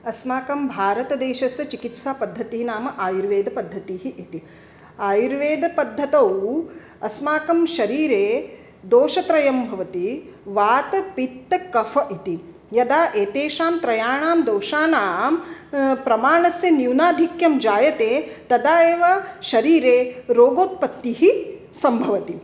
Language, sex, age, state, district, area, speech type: Sanskrit, female, 45-60, Maharashtra, Nagpur, urban, spontaneous